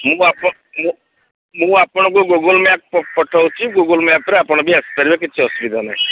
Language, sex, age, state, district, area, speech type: Odia, male, 30-45, Odisha, Kendrapara, urban, conversation